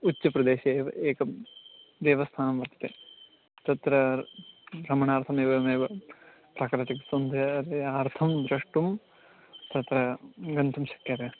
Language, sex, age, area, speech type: Sanskrit, male, 18-30, rural, conversation